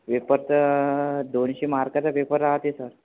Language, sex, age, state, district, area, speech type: Marathi, male, 18-30, Maharashtra, Yavatmal, rural, conversation